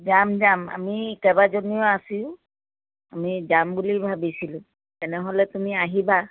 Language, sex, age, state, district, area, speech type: Assamese, female, 60+, Assam, Charaideo, urban, conversation